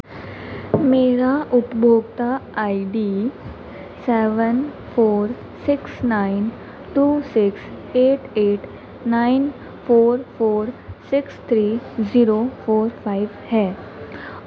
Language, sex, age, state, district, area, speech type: Hindi, female, 30-45, Madhya Pradesh, Harda, urban, read